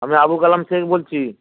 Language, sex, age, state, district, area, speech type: Bengali, male, 45-60, West Bengal, Dakshin Dinajpur, rural, conversation